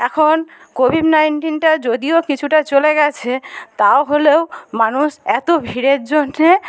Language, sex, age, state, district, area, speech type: Bengali, female, 60+, West Bengal, Paschim Medinipur, rural, spontaneous